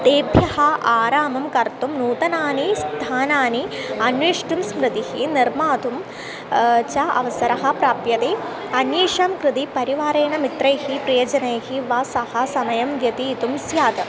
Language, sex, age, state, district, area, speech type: Sanskrit, female, 18-30, Kerala, Thrissur, rural, spontaneous